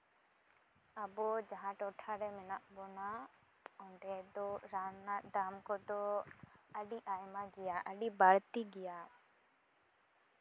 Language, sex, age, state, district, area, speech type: Santali, female, 18-30, West Bengal, Bankura, rural, spontaneous